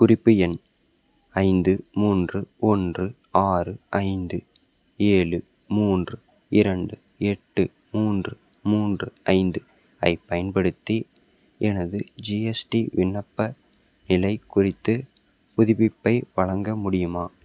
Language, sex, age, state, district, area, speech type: Tamil, male, 18-30, Tamil Nadu, Salem, rural, read